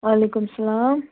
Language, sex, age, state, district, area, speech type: Kashmiri, male, 18-30, Jammu and Kashmir, Budgam, rural, conversation